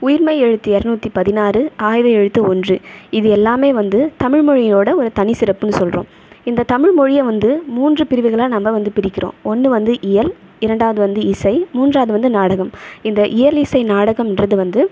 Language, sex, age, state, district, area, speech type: Tamil, female, 30-45, Tamil Nadu, Viluppuram, rural, spontaneous